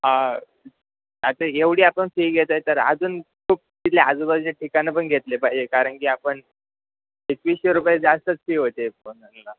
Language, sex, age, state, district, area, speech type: Marathi, male, 18-30, Maharashtra, Ahmednagar, rural, conversation